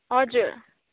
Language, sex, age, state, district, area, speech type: Nepali, female, 18-30, West Bengal, Kalimpong, rural, conversation